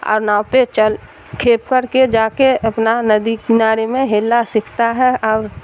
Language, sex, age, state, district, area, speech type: Urdu, female, 60+, Bihar, Darbhanga, rural, spontaneous